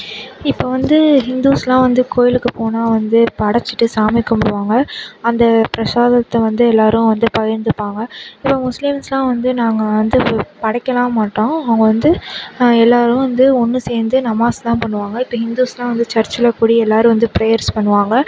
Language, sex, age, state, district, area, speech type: Tamil, female, 18-30, Tamil Nadu, Sivaganga, rural, spontaneous